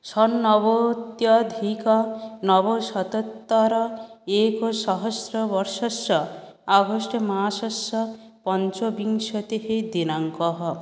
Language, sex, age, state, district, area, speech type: Sanskrit, female, 18-30, West Bengal, South 24 Parganas, rural, spontaneous